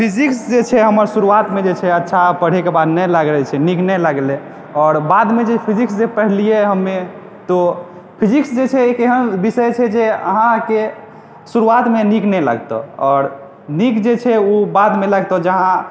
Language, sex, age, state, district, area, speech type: Maithili, male, 18-30, Bihar, Purnia, urban, spontaneous